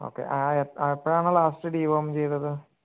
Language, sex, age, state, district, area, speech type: Malayalam, male, 45-60, Kerala, Wayanad, rural, conversation